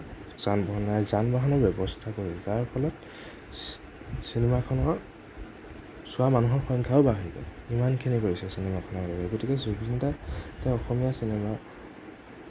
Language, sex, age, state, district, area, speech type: Assamese, male, 18-30, Assam, Nagaon, rural, spontaneous